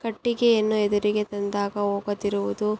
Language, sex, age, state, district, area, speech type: Kannada, female, 18-30, Karnataka, Tumkur, urban, spontaneous